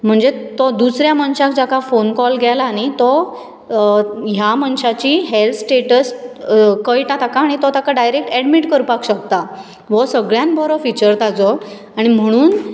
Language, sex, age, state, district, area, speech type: Goan Konkani, female, 30-45, Goa, Bardez, urban, spontaneous